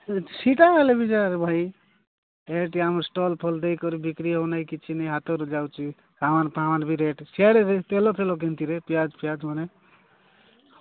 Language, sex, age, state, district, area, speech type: Odia, male, 45-60, Odisha, Nabarangpur, rural, conversation